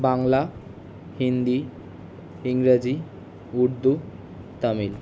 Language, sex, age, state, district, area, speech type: Bengali, male, 18-30, West Bengal, Kolkata, urban, spontaneous